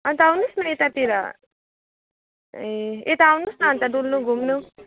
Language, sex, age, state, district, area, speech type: Nepali, female, 18-30, West Bengal, Kalimpong, rural, conversation